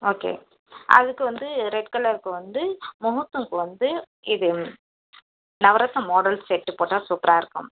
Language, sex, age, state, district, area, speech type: Tamil, female, 18-30, Tamil Nadu, Tiruvallur, urban, conversation